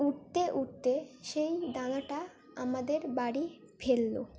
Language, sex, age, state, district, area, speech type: Bengali, female, 18-30, West Bengal, Dakshin Dinajpur, urban, spontaneous